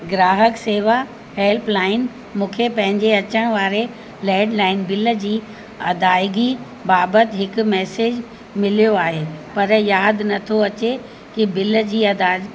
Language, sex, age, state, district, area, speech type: Sindhi, female, 60+, Uttar Pradesh, Lucknow, urban, spontaneous